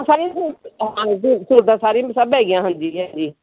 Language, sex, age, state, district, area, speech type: Punjabi, male, 60+, Punjab, Shaheed Bhagat Singh Nagar, urban, conversation